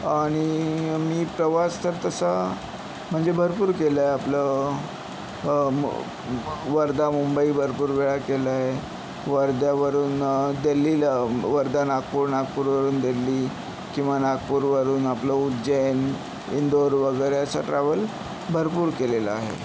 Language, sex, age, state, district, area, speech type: Marathi, male, 60+, Maharashtra, Yavatmal, urban, spontaneous